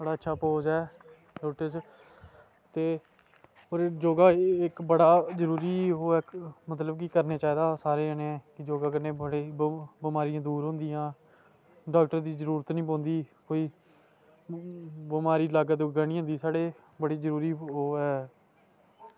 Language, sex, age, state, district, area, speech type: Dogri, male, 18-30, Jammu and Kashmir, Samba, rural, spontaneous